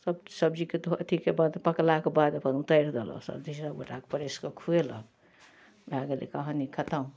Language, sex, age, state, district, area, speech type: Maithili, female, 45-60, Bihar, Darbhanga, urban, spontaneous